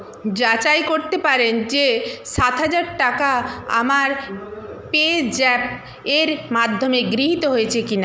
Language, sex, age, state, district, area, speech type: Bengali, female, 45-60, West Bengal, Jhargram, rural, read